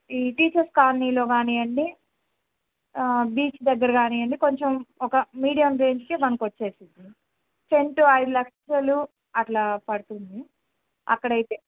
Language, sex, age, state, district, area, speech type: Telugu, female, 18-30, Andhra Pradesh, Bapatla, urban, conversation